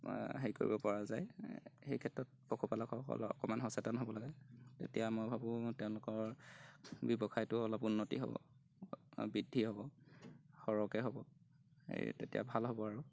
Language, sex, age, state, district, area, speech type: Assamese, male, 18-30, Assam, Golaghat, rural, spontaneous